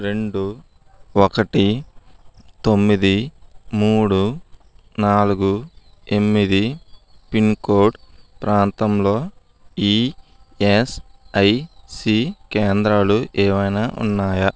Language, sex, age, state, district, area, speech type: Telugu, male, 60+, Andhra Pradesh, East Godavari, rural, read